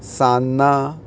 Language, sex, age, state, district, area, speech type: Goan Konkani, male, 30-45, Goa, Murmgao, rural, spontaneous